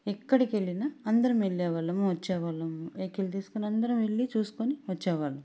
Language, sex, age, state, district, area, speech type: Telugu, female, 45-60, Andhra Pradesh, Sri Balaji, rural, spontaneous